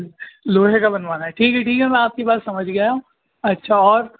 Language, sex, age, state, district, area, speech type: Urdu, male, 18-30, Uttar Pradesh, Rampur, urban, conversation